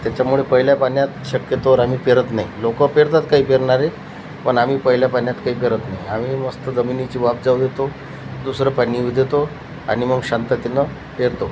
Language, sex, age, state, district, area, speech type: Marathi, male, 30-45, Maharashtra, Washim, rural, spontaneous